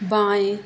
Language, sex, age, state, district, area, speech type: Hindi, female, 18-30, Madhya Pradesh, Narsinghpur, rural, read